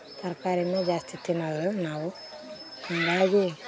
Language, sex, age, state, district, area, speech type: Kannada, female, 18-30, Karnataka, Vijayanagara, rural, spontaneous